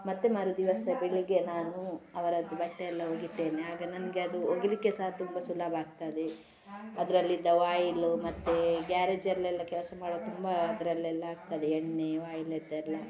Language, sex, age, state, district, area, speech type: Kannada, female, 45-60, Karnataka, Udupi, rural, spontaneous